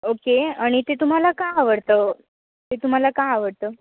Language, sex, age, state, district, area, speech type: Marathi, female, 18-30, Maharashtra, Nashik, urban, conversation